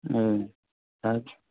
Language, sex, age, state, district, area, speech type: Bodo, male, 45-60, Assam, Udalguri, rural, conversation